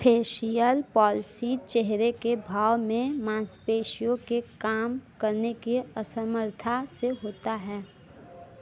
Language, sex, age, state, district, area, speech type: Hindi, female, 18-30, Uttar Pradesh, Mirzapur, urban, read